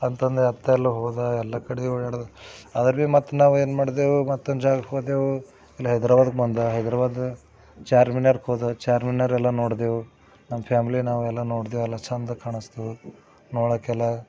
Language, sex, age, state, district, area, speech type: Kannada, male, 30-45, Karnataka, Bidar, urban, spontaneous